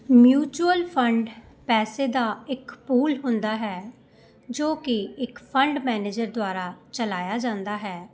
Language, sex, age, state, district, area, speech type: Punjabi, female, 45-60, Punjab, Jalandhar, urban, spontaneous